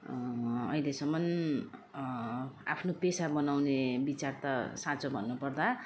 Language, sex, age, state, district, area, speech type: Nepali, female, 45-60, West Bengal, Darjeeling, rural, spontaneous